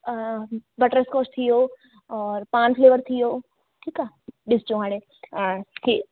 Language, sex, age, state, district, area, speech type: Sindhi, female, 18-30, Madhya Pradesh, Katni, urban, conversation